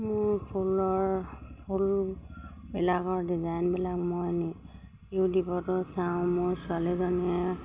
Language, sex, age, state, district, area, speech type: Assamese, female, 45-60, Assam, Sivasagar, rural, spontaneous